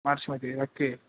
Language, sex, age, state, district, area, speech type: Marathi, male, 18-30, Maharashtra, Kolhapur, urban, conversation